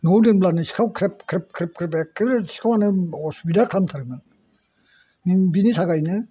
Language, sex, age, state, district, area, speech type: Bodo, male, 60+, Assam, Chirang, rural, spontaneous